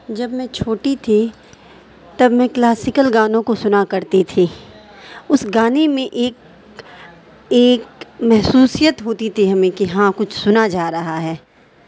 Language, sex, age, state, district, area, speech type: Urdu, female, 18-30, Bihar, Darbhanga, rural, spontaneous